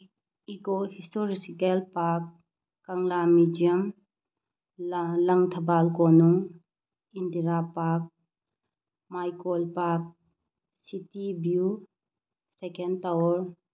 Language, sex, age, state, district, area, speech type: Manipuri, female, 30-45, Manipur, Bishnupur, rural, spontaneous